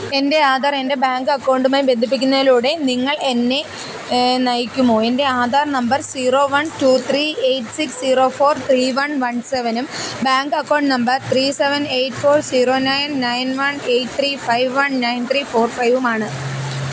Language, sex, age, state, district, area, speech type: Malayalam, female, 30-45, Kerala, Kollam, rural, read